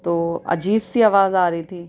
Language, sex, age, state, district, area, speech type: Urdu, female, 30-45, Delhi, South Delhi, rural, spontaneous